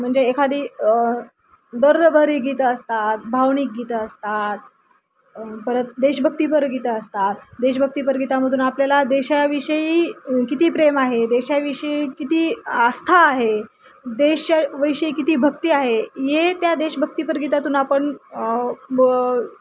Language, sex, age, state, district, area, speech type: Marathi, female, 30-45, Maharashtra, Nanded, rural, spontaneous